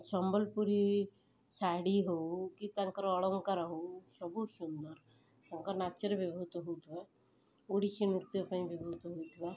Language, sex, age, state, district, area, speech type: Odia, female, 30-45, Odisha, Cuttack, urban, spontaneous